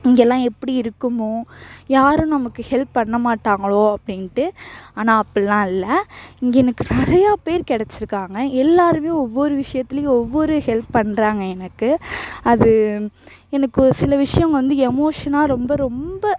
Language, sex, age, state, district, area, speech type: Tamil, female, 18-30, Tamil Nadu, Thanjavur, urban, spontaneous